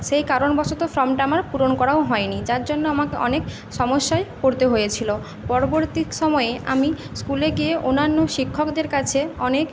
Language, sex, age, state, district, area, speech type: Bengali, female, 18-30, West Bengal, Paschim Medinipur, rural, spontaneous